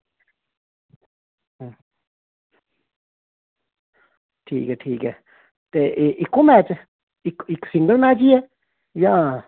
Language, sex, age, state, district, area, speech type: Dogri, male, 30-45, Jammu and Kashmir, Kathua, rural, conversation